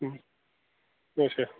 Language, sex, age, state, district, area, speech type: Kashmiri, male, 30-45, Jammu and Kashmir, Bandipora, rural, conversation